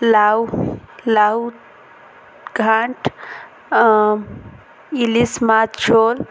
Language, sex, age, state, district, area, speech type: Odia, female, 18-30, Odisha, Ganjam, urban, spontaneous